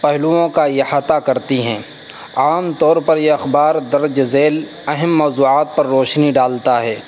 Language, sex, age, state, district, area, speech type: Urdu, male, 18-30, Uttar Pradesh, Saharanpur, urban, spontaneous